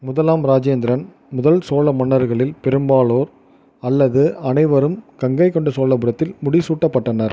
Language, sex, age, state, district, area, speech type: Tamil, male, 30-45, Tamil Nadu, Ariyalur, rural, read